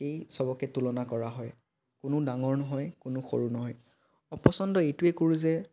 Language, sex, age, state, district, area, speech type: Assamese, male, 18-30, Assam, Biswanath, rural, spontaneous